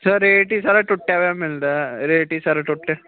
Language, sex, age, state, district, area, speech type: Punjabi, male, 18-30, Punjab, Patiala, urban, conversation